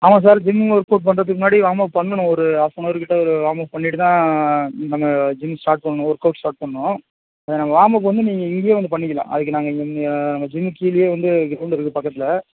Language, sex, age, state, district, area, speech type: Tamil, male, 18-30, Tamil Nadu, Tiruchirappalli, rural, conversation